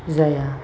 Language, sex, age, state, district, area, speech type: Bodo, male, 60+, Assam, Chirang, urban, spontaneous